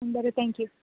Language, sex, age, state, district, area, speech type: Goan Konkani, female, 30-45, Goa, Quepem, rural, conversation